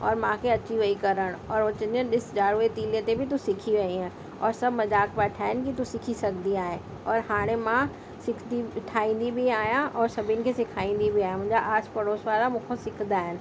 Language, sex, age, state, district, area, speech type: Sindhi, female, 45-60, Delhi, South Delhi, urban, spontaneous